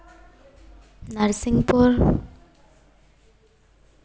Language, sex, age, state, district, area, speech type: Hindi, female, 18-30, Madhya Pradesh, Hoshangabad, urban, spontaneous